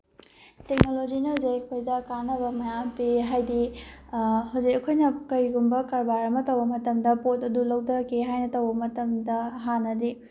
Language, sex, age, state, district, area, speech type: Manipuri, female, 18-30, Manipur, Bishnupur, rural, spontaneous